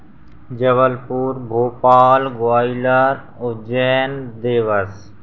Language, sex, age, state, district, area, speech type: Hindi, male, 18-30, Madhya Pradesh, Seoni, urban, spontaneous